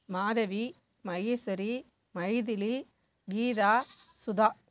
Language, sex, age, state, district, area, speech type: Tamil, female, 30-45, Tamil Nadu, Namakkal, rural, spontaneous